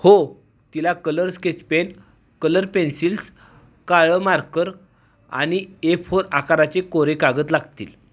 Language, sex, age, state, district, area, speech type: Marathi, male, 18-30, Maharashtra, Satara, urban, read